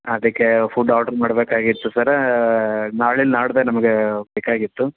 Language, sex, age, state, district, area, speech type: Kannada, male, 30-45, Karnataka, Gadag, urban, conversation